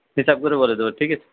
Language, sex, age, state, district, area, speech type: Bengali, male, 18-30, West Bengal, Purulia, rural, conversation